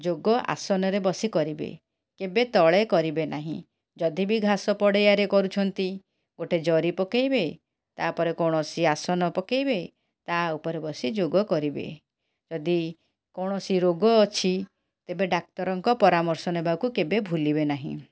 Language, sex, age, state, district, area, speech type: Odia, female, 45-60, Odisha, Cuttack, urban, spontaneous